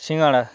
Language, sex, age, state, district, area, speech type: Bengali, male, 18-30, West Bengal, Uttar Dinajpur, urban, spontaneous